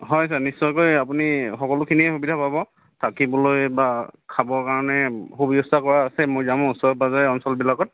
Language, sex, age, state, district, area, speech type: Assamese, male, 30-45, Assam, Charaideo, urban, conversation